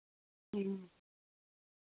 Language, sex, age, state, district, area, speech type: Santali, male, 18-30, Jharkhand, Pakur, rural, conversation